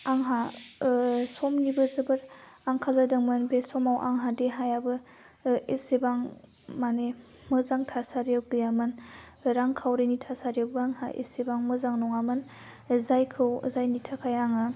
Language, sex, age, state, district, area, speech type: Bodo, female, 18-30, Assam, Udalguri, urban, spontaneous